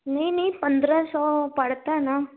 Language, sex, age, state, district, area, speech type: Hindi, female, 18-30, Madhya Pradesh, Betul, urban, conversation